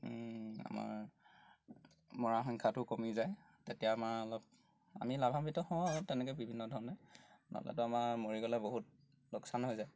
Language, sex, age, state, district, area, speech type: Assamese, male, 18-30, Assam, Golaghat, rural, spontaneous